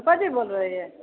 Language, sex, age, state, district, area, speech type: Maithili, female, 60+, Bihar, Sitamarhi, rural, conversation